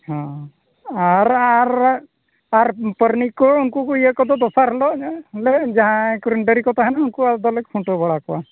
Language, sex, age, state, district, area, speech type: Santali, male, 45-60, Odisha, Mayurbhanj, rural, conversation